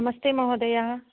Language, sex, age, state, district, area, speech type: Sanskrit, female, 45-60, Karnataka, Shimoga, urban, conversation